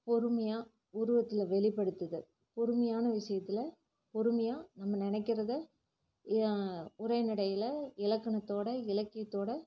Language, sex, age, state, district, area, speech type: Tamil, female, 30-45, Tamil Nadu, Namakkal, rural, spontaneous